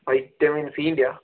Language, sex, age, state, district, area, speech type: Malayalam, male, 18-30, Kerala, Wayanad, rural, conversation